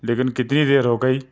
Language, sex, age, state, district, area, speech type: Urdu, male, 45-60, Delhi, Central Delhi, urban, spontaneous